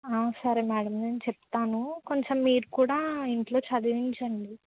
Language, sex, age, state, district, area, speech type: Telugu, female, 18-30, Andhra Pradesh, Kakinada, rural, conversation